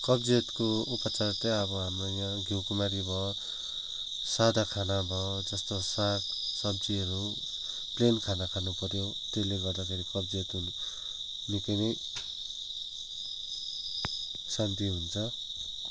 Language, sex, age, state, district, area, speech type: Nepali, male, 18-30, West Bengal, Kalimpong, rural, spontaneous